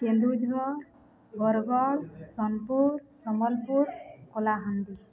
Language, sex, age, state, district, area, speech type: Odia, female, 18-30, Odisha, Balangir, urban, spontaneous